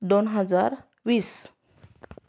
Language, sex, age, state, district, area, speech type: Marathi, female, 30-45, Maharashtra, Sangli, rural, spontaneous